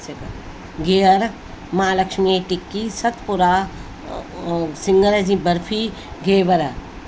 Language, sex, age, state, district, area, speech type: Sindhi, female, 45-60, Delhi, South Delhi, urban, spontaneous